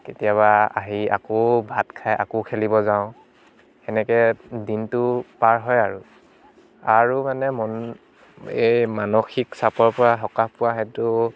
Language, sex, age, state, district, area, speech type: Assamese, male, 18-30, Assam, Dibrugarh, rural, spontaneous